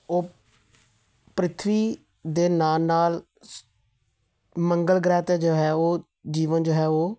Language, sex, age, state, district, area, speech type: Punjabi, male, 30-45, Punjab, Tarn Taran, urban, spontaneous